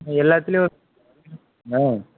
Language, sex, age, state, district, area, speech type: Tamil, male, 18-30, Tamil Nadu, Tiruvarur, urban, conversation